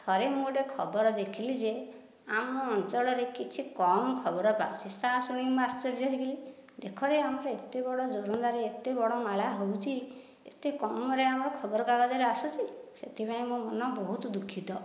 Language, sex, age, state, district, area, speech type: Odia, female, 30-45, Odisha, Dhenkanal, rural, spontaneous